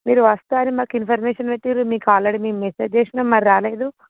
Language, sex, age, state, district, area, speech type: Telugu, female, 45-60, Andhra Pradesh, Visakhapatnam, urban, conversation